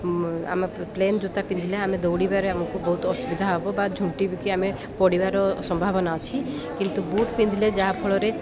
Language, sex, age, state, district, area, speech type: Odia, female, 30-45, Odisha, Koraput, urban, spontaneous